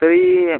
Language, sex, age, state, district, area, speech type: Marathi, male, 18-30, Maharashtra, Washim, rural, conversation